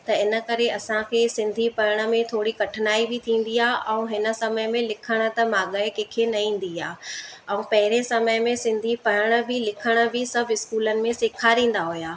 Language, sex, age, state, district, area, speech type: Sindhi, female, 30-45, Madhya Pradesh, Katni, urban, spontaneous